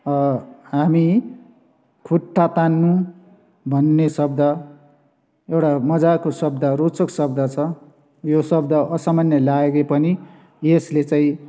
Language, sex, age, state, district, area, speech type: Nepali, male, 60+, West Bengal, Darjeeling, rural, spontaneous